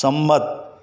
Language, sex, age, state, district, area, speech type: Gujarati, male, 30-45, Gujarat, Morbi, urban, read